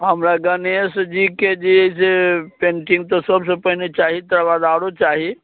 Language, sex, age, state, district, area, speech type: Maithili, male, 60+, Bihar, Muzaffarpur, urban, conversation